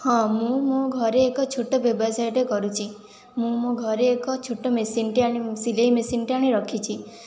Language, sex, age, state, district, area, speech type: Odia, female, 18-30, Odisha, Khordha, rural, spontaneous